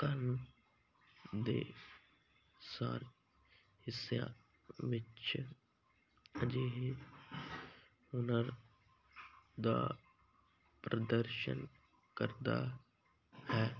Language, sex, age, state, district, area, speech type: Punjabi, male, 18-30, Punjab, Muktsar, urban, read